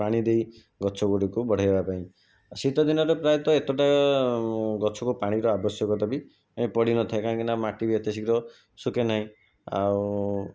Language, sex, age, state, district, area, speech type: Odia, male, 45-60, Odisha, Jajpur, rural, spontaneous